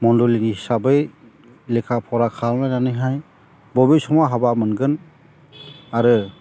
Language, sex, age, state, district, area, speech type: Bodo, male, 45-60, Assam, Chirang, rural, spontaneous